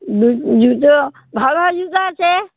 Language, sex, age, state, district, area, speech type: Bengali, female, 60+, West Bengal, Darjeeling, rural, conversation